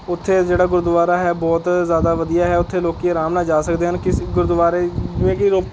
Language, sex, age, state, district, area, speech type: Punjabi, male, 18-30, Punjab, Rupnagar, urban, spontaneous